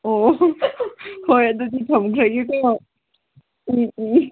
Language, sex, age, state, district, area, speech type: Manipuri, female, 18-30, Manipur, Kangpokpi, urban, conversation